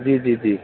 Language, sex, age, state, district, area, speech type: Dogri, male, 30-45, Jammu and Kashmir, Reasi, urban, conversation